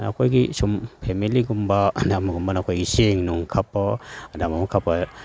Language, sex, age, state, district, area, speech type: Manipuri, male, 45-60, Manipur, Kakching, rural, spontaneous